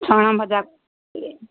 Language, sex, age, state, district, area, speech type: Odia, female, 45-60, Odisha, Gajapati, rural, conversation